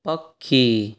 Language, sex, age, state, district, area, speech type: Odia, male, 30-45, Odisha, Boudh, rural, read